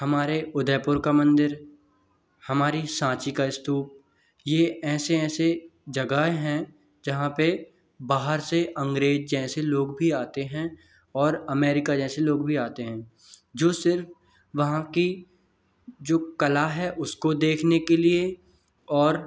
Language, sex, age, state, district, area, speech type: Hindi, male, 18-30, Madhya Pradesh, Bhopal, urban, spontaneous